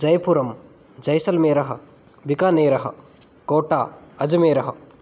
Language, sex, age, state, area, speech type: Sanskrit, male, 18-30, Rajasthan, rural, spontaneous